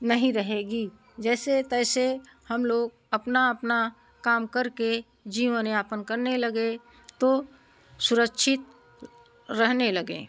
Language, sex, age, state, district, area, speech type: Hindi, female, 60+, Uttar Pradesh, Prayagraj, urban, spontaneous